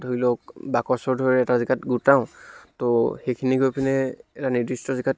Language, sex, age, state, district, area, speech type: Assamese, male, 18-30, Assam, Dibrugarh, rural, spontaneous